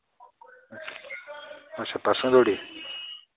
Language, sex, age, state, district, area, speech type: Dogri, male, 30-45, Jammu and Kashmir, Reasi, rural, conversation